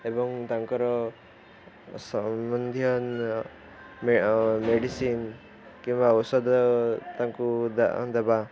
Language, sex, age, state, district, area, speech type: Odia, male, 18-30, Odisha, Ganjam, urban, spontaneous